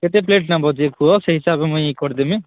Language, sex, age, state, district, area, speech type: Odia, male, 30-45, Odisha, Kalahandi, rural, conversation